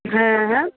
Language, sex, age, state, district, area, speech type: Bengali, female, 45-60, West Bengal, Darjeeling, rural, conversation